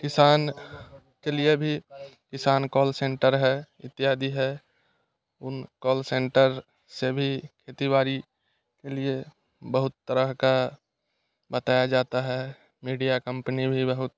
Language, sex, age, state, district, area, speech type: Hindi, male, 18-30, Bihar, Muzaffarpur, urban, spontaneous